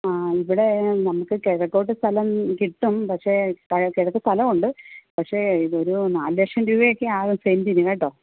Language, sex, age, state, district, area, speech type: Malayalam, female, 30-45, Kerala, Alappuzha, rural, conversation